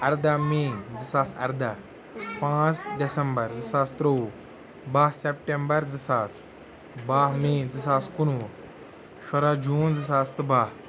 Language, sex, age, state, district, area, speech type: Kashmiri, male, 18-30, Jammu and Kashmir, Ganderbal, rural, spontaneous